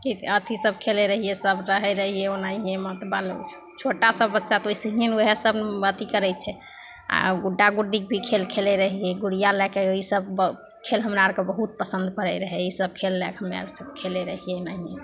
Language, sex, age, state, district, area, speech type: Maithili, female, 18-30, Bihar, Begusarai, urban, spontaneous